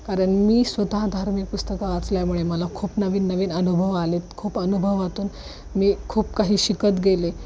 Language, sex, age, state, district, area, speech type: Marathi, female, 18-30, Maharashtra, Osmanabad, rural, spontaneous